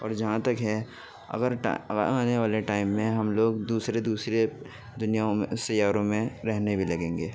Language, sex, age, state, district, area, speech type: Urdu, male, 18-30, Uttar Pradesh, Gautam Buddha Nagar, rural, spontaneous